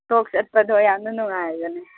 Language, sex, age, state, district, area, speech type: Manipuri, female, 18-30, Manipur, Kakching, rural, conversation